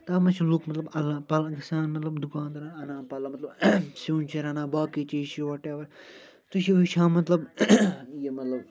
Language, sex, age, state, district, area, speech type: Kashmiri, male, 30-45, Jammu and Kashmir, Srinagar, urban, spontaneous